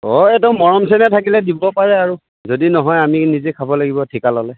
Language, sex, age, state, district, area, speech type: Assamese, male, 30-45, Assam, Lakhimpur, urban, conversation